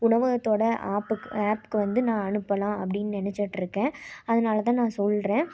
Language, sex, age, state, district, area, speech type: Tamil, female, 18-30, Tamil Nadu, Tiruppur, urban, spontaneous